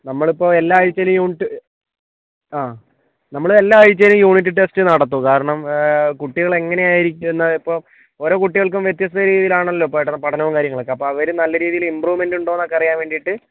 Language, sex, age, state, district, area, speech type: Malayalam, male, 30-45, Kerala, Kozhikode, urban, conversation